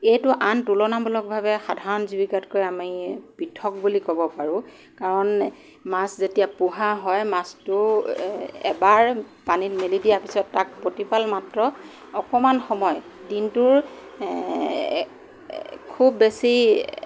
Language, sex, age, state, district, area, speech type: Assamese, female, 45-60, Assam, Lakhimpur, rural, spontaneous